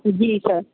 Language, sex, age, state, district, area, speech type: Urdu, male, 18-30, Delhi, Central Delhi, urban, conversation